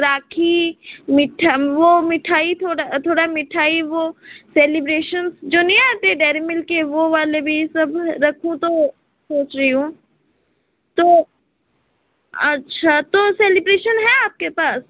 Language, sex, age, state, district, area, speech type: Hindi, female, 18-30, Madhya Pradesh, Seoni, urban, conversation